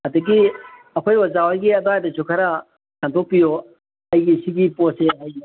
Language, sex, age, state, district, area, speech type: Manipuri, male, 60+, Manipur, Kangpokpi, urban, conversation